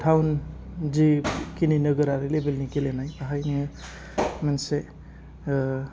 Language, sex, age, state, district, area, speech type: Bodo, male, 30-45, Assam, Chirang, rural, spontaneous